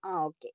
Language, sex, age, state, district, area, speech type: Malayalam, female, 18-30, Kerala, Wayanad, rural, spontaneous